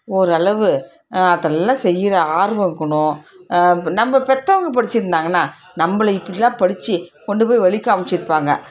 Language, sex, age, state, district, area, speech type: Tamil, female, 60+, Tamil Nadu, Krishnagiri, rural, spontaneous